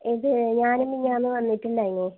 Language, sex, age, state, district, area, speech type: Malayalam, female, 30-45, Kerala, Kasaragod, rural, conversation